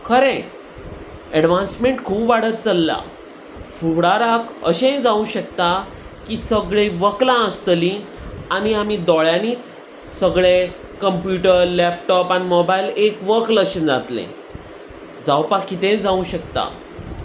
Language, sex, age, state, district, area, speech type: Goan Konkani, male, 30-45, Goa, Salcete, urban, spontaneous